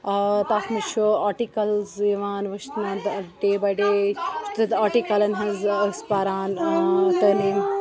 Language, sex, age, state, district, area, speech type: Kashmiri, female, 18-30, Jammu and Kashmir, Bandipora, rural, spontaneous